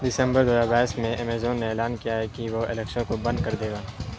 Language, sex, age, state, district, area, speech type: Urdu, male, 30-45, Bihar, Supaul, rural, read